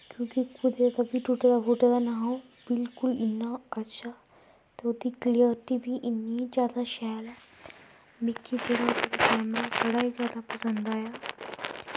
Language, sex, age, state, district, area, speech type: Dogri, female, 18-30, Jammu and Kashmir, Kathua, rural, spontaneous